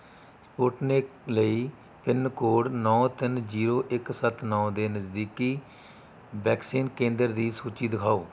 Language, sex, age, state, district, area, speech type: Punjabi, male, 45-60, Punjab, Rupnagar, rural, read